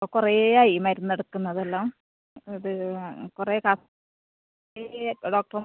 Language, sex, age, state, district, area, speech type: Malayalam, female, 30-45, Kerala, Kasaragod, rural, conversation